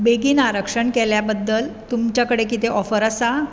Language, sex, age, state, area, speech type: Goan Konkani, female, 45-60, Maharashtra, urban, spontaneous